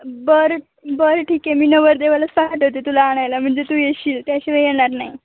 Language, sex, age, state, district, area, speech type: Marathi, female, 18-30, Maharashtra, Ratnagiri, urban, conversation